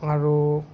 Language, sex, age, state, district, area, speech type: Assamese, male, 45-60, Assam, Nagaon, rural, spontaneous